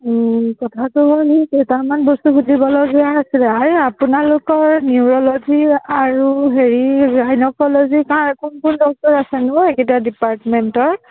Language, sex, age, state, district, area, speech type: Assamese, female, 18-30, Assam, Nagaon, rural, conversation